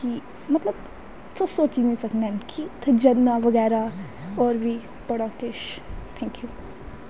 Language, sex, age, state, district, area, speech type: Dogri, female, 18-30, Jammu and Kashmir, Udhampur, rural, spontaneous